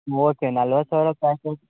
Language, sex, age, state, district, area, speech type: Kannada, male, 18-30, Karnataka, Shimoga, rural, conversation